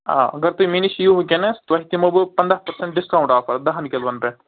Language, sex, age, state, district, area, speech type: Kashmiri, male, 45-60, Jammu and Kashmir, Srinagar, urban, conversation